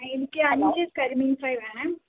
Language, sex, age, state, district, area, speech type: Malayalam, female, 18-30, Kerala, Alappuzha, rural, conversation